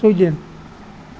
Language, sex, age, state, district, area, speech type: Assamese, male, 60+, Assam, Nalbari, rural, spontaneous